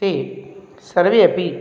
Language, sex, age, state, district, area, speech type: Sanskrit, male, 30-45, Telangana, Ranga Reddy, urban, spontaneous